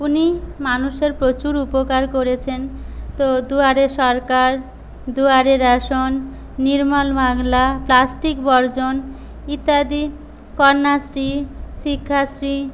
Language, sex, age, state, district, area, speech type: Bengali, female, 18-30, West Bengal, Paschim Medinipur, rural, spontaneous